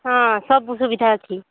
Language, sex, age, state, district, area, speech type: Odia, female, 60+, Odisha, Angul, rural, conversation